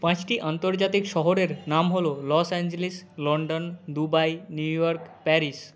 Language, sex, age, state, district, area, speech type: Bengali, male, 45-60, West Bengal, Nadia, rural, spontaneous